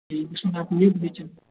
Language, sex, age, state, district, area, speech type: Hindi, male, 30-45, Uttar Pradesh, Mau, rural, conversation